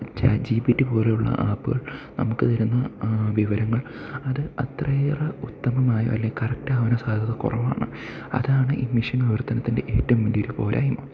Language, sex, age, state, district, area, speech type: Malayalam, male, 18-30, Kerala, Idukki, rural, spontaneous